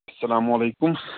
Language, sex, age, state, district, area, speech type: Kashmiri, male, 18-30, Jammu and Kashmir, Pulwama, rural, conversation